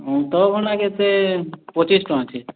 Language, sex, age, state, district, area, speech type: Odia, male, 18-30, Odisha, Boudh, rural, conversation